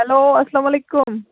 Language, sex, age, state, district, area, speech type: Kashmiri, female, 18-30, Jammu and Kashmir, Baramulla, rural, conversation